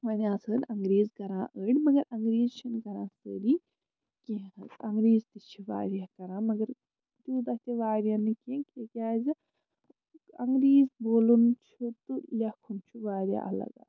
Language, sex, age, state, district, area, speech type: Kashmiri, female, 45-60, Jammu and Kashmir, Srinagar, urban, spontaneous